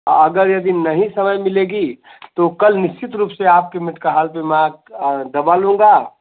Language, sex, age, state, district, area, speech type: Hindi, male, 45-60, Uttar Pradesh, Azamgarh, rural, conversation